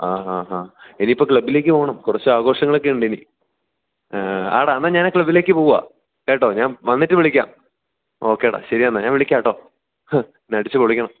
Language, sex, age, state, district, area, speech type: Malayalam, male, 18-30, Kerala, Idukki, rural, conversation